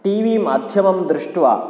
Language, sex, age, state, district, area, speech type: Sanskrit, male, 18-30, Kerala, Kasaragod, rural, spontaneous